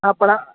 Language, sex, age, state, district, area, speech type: Gujarati, female, 45-60, Gujarat, Junagadh, rural, conversation